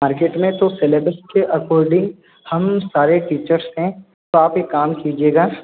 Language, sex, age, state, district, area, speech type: Hindi, male, 45-60, Rajasthan, Jodhpur, urban, conversation